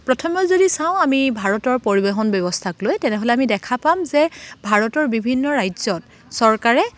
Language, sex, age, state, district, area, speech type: Assamese, female, 30-45, Assam, Dibrugarh, rural, spontaneous